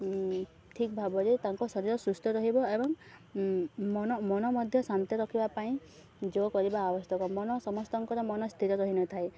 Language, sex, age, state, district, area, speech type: Odia, female, 18-30, Odisha, Subarnapur, urban, spontaneous